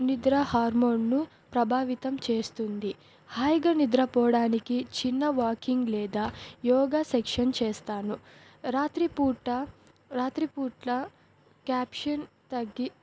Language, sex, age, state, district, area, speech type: Telugu, female, 18-30, Andhra Pradesh, Sri Satya Sai, urban, spontaneous